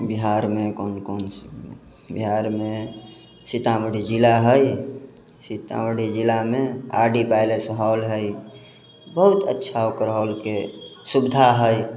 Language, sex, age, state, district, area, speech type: Maithili, male, 18-30, Bihar, Sitamarhi, rural, spontaneous